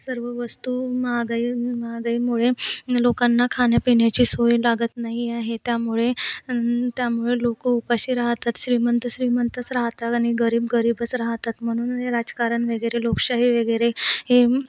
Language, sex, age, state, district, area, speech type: Marathi, female, 30-45, Maharashtra, Nagpur, rural, spontaneous